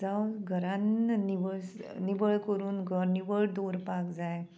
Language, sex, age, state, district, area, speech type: Goan Konkani, female, 45-60, Goa, Murmgao, rural, spontaneous